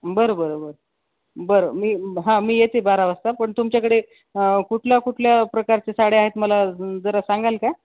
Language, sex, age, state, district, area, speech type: Marathi, female, 45-60, Maharashtra, Nanded, rural, conversation